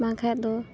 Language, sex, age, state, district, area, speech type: Santali, female, 18-30, Jharkhand, Bokaro, rural, spontaneous